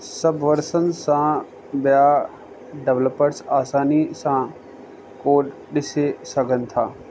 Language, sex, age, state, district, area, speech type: Sindhi, male, 30-45, Rajasthan, Ajmer, urban, read